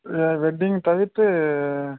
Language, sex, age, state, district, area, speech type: Tamil, male, 18-30, Tamil Nadu, Tiruvannamalai, urban, conversation